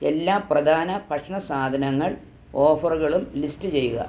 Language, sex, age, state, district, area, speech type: Malayalam, female, 60+, Kerala, Kottayam, rural, read